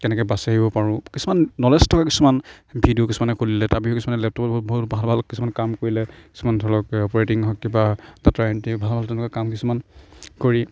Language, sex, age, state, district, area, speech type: Assamese, male, 45-60, Assam, Darrang, rural, spontaneous